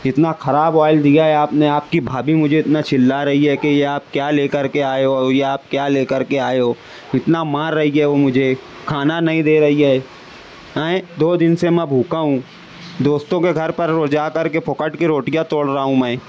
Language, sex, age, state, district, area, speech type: Urdu, male, 18-30, Maharashtra, Nashik, urban, spontaneous